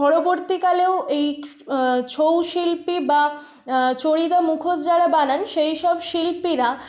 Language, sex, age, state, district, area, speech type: Bengali, female, 18-30, West Bengal, Purulia, urban, spontaneous